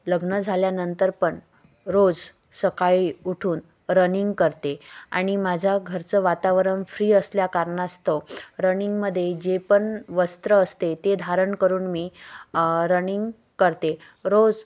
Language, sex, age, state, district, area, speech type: Marathi, female, 30-45, Maharashtra, Wardha, rural, spontaneous